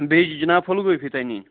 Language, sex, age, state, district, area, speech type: Kashmiri, male, 18-30, Jammu and Kashmir, Budgam, rural, conversation